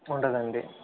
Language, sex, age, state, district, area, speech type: Telugu, male, 60+, Andhra Pradesh, Kakinada, rural, conversation